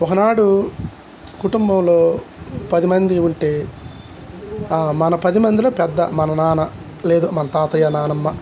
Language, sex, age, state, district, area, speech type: Telugu, male, 60+, Andhra Pradesh, Guntur, urban, spontaneous